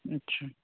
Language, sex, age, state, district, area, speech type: Hindi, male, 18-30, Bihar, Muzaffarpur, rural, conversation